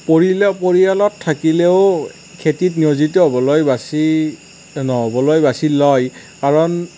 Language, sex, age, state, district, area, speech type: Assamese, male, 18-30, Assam, Nalbari, rural, spontaneous